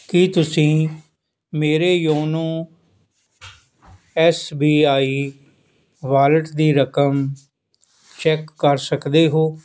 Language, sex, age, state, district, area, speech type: Punjabi, male, 60+, Punjab, Fazilka, rural, read